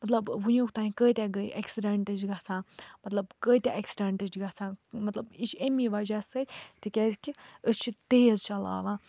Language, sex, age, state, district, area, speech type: Kashmiri, female, 18-30, Jammu and Kashmir, Baramulla, urban, spontaneous